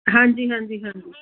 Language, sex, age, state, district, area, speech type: Punjabi, female, 45-60, Punjab, Muktsar, urban, conversation